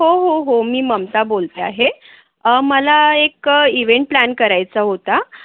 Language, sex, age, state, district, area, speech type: Marathi, female, 18-30, Maharashtra, Akola, urban, conversation